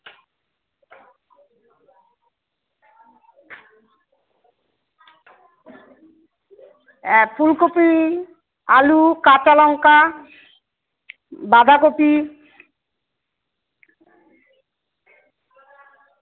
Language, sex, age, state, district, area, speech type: Bengali, female, 30-45, West Bengal, Alipurduar, rural, conversation